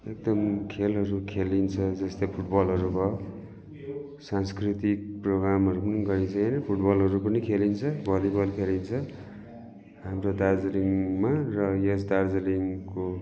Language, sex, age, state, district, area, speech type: Nepali, male, 45-60, West Bengal, Darjeeling, rural, spontaneous